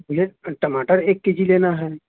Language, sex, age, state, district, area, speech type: Urdu, male, 30-45, Uttar Pradesh, Gautam Buddha Nagar, urban, conversation